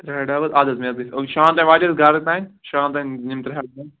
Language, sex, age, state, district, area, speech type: Kashmiri, male, 18-30, Jammu and Kashmir, Ganderbal, rural, conversation